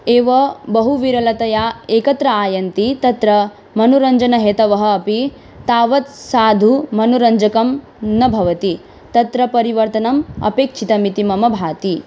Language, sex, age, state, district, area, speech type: Sanskrit, female, 18-30, Manipur, Kangpokpi, rural, spontaneous